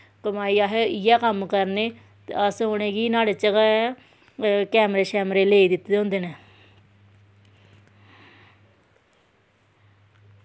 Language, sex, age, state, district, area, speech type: Dogri, female, 30-45, Jammu and Kashmir, Samba, rural, spontaneous